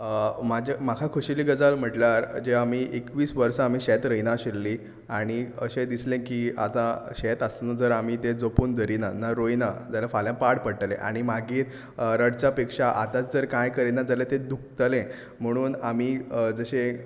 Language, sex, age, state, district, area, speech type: Goan Konkani, male, 18-30, Goa, Tiswadi, rural, spontaneous